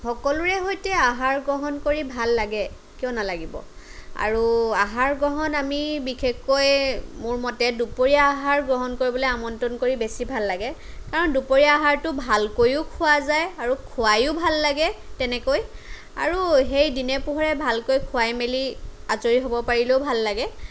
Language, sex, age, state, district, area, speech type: Assamese, female, 30-45, Assam, Kamrup Metropolitan, urban, spontaneous